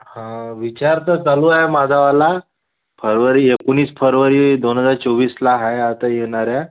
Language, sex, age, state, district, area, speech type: Marathi, male, 18-30, Maharashtra, Wardha, urban, conversation